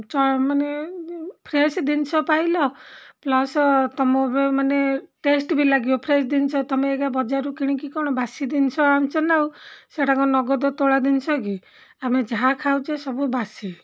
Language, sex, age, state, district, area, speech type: Odia, female, 45-60, Odisha, Rayagada, rural, spontaneous